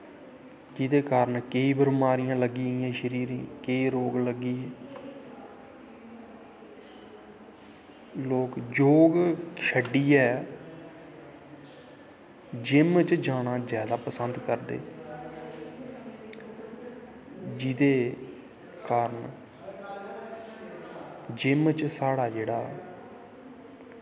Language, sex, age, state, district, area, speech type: Dogri, male, 30-45, Jammu and Kashmir, Kathua, rural, spontaneous